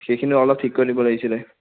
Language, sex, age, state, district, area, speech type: Assamese, male, 30-45, Assam, Sonitpur, rural, conversation